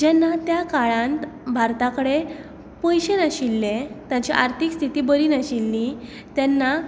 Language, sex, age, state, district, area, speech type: Goan Konkani, female, 18-30, Goa, Tiswadi, rural, spontaneous